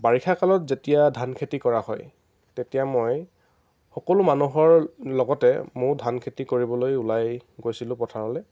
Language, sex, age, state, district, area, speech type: Assamese, male, 18-30, Assam, Lakhimpur, rural, spontaneous